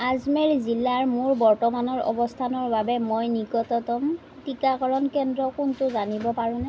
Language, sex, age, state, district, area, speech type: Assamese, female, 30-45, Assam, Darrang, rural, read